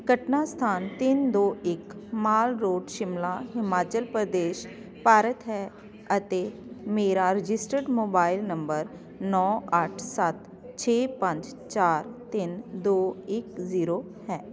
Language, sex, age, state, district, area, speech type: Punjabi, female, 30-45, Punjab, Jalandhar, rural, read